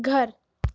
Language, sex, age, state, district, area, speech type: Urdu, female, 18-30, Uttar Pradesh, Aligarh, urban, read